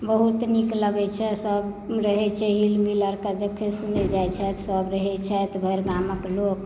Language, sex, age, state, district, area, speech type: Maithili, female, 45-60, Bihar, Madhubani, rural, spontaneous